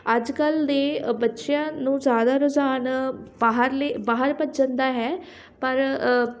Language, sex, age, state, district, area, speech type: Punjabi, female, 18-30, Punjab, Shaheed Bhagat Singh Nagar, rural, spontaneous